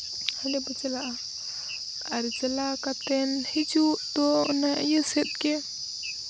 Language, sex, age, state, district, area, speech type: Santali, female, 18-30, Jharkhand, Seraikela Kharsawan, rural, spontaneous